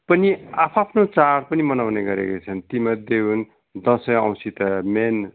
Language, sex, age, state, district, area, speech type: Nepali, male, 45-60, West Bengal, Darjeeling, rural, conversation